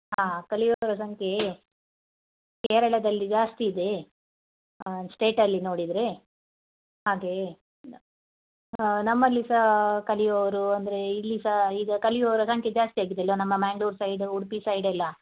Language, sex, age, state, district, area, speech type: Kannada, female, 30-45, Karnataka, Dakshina Kannada, rural, conversation